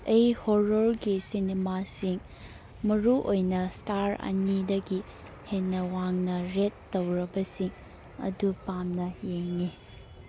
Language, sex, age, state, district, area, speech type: Manipuri, female, 18-30, Manipur, Churachandpur, rural, read